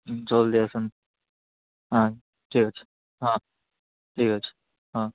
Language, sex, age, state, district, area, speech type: Odia, male, 60+, Odisha, Bhadrak, rural, conversation